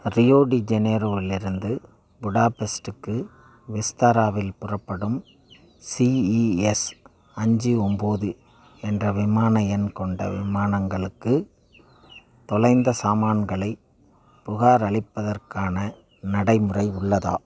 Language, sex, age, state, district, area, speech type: Tamil, male, 60+, Tamil Nadu, Thanjavur, rural, read